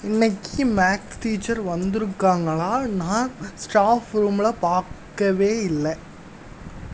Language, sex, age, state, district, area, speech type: Tamil, male, 18-30, Tamil Nadu, Tirunelveli, rural, read